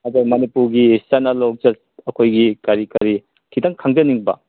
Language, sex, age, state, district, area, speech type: Manipuri, male, 45-60, Manipur, Kangpokpi, urban, conversation